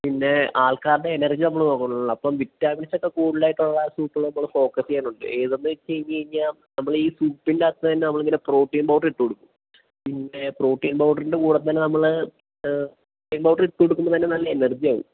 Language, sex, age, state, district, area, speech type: Malayalam, male, 18-30, Kerala, Idukki, rural, conversation